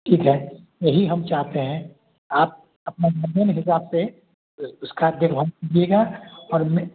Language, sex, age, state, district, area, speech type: Hindi, male, 60+, Bihar, Madhepura, urban, conversation